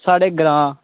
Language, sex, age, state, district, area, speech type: Dogri, male, 18-30, Jammu and Kashmir, Kathua, rural, conversation